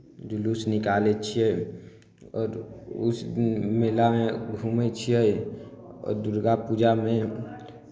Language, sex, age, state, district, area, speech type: Maithili, male, 18-30, Bihar, Samastipur, rural, spontaneous